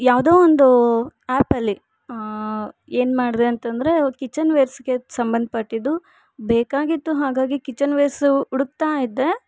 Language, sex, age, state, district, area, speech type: Kannada, female, 18-30, Karnataka, Bangalore Rural, urban, spontaneous